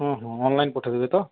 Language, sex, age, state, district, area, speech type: Odia, male, 45-60, Odisha, Nuapada, urban, conversation